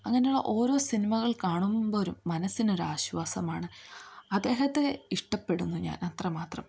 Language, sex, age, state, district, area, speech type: Malayalam, female, 18-30, Kerala, Idukki, rural, spontaneous